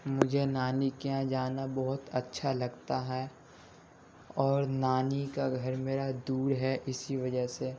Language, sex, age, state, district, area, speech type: Urdu, male, 18-30, Delhi, Central Delhi, urban, spontaneous